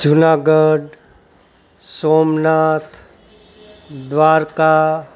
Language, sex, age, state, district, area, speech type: Gujarati, male, 45-60, Gujarat, Rajkot, rural, spontaneous